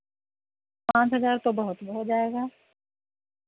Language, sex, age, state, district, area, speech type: Hindi, female, 60+, Uttar Pradesh, Sitapur, rural, conversation